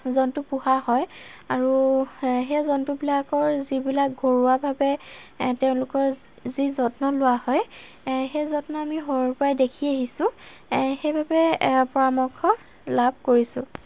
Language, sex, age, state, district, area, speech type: Assamese, female, 18-30, Assam, Golaghat, urban, spontaneous